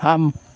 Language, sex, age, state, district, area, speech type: Bodo, male, 60+, Assam, Chirang, rural, read